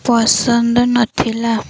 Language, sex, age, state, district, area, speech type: Odia, female, 18-30, Odisha, Koraput, urban, spontaneous